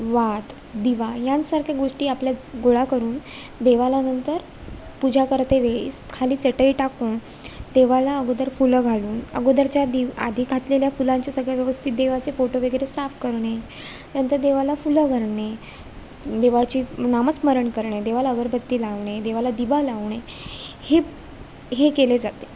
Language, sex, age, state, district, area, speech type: Marathi, female, 18-30, Maharashtra, Sindhudurg, rural, spontaneous